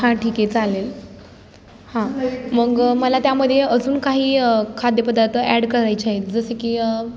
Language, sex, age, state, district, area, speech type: Marathi, female, 18-30, Maharashtra, Satara, urban, spontaneous